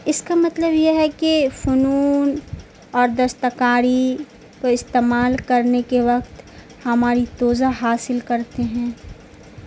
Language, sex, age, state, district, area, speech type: Urdu, female, 18-30, Bihar, Madhubani, rural, spontaneous